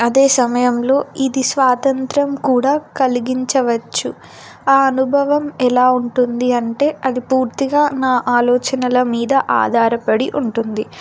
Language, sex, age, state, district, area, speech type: Telugu, female, 18-30, Telangana, Ranga Reddy, urban, spontaneous